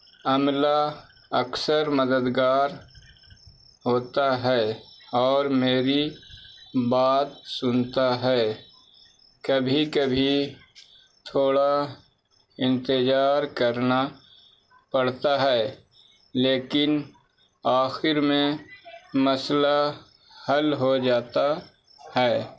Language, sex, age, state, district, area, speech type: Urdu, male, 45-60, Bihar, Gaya, rural, spontaneous